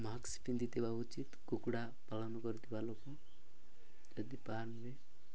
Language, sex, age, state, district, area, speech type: Odia, male, 18-30, Odisha, Nabarangpur, urban, spontaneous